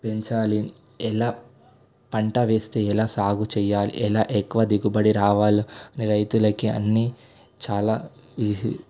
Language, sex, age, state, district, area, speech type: Telugu, male, 18-30, Telangana, Sangareddy, urban, spontaneous